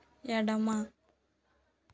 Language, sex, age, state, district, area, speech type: Telugu, female, 18-30, Andhra Pradesh, Anakapalli, rural, read